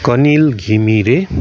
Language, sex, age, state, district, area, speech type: Nepali, male, 30-45, West Bengal, Kalimpong, rural, spontaneous